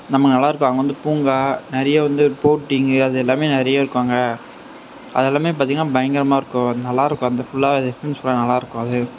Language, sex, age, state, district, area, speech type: Tamil, male, 45-60, Tamil Nadu, Sivaganga, urban, spontaneous